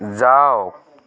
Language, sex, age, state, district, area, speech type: Assamese, male, 30-45, Assam, Dhemaji, rural, read